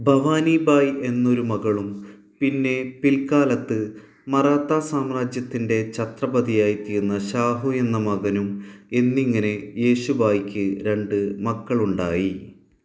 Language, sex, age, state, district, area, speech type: Malayalam, male, 30-45, Kerala, Malappuram, rural, read